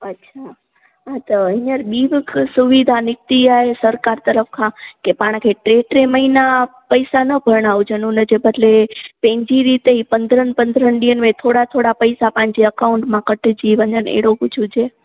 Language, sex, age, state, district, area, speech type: Sindhi, female, 18-30, Gujarat, Junagadh, rural, conversation